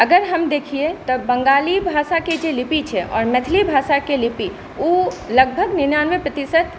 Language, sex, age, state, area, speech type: Maithili, female, 45-60, Bihar, urban, spontaneous